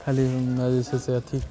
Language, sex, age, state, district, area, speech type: Maithili, male, 18-30, Bihar, Darbhanga, urban, spontaneous